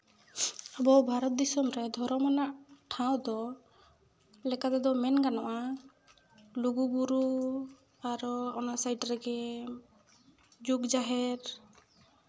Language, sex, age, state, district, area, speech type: Santali, female, 18-30, West Bengal, Jhargram, rural, spontaneous